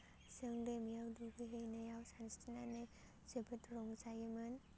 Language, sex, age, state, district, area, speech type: Bodo, female, 18-30, Assam, Baksa, rural, spontaneous